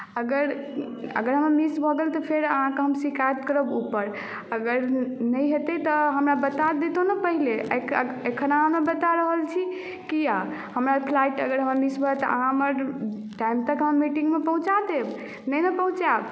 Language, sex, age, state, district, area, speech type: Maithili, male, 18-30, Bihar, Madhubani, rural, spontaneous